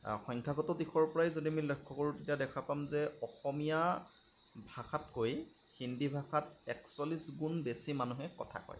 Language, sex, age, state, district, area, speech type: Assamese, male, 30-45, Assam, Lakhimpur, rural, spontaneous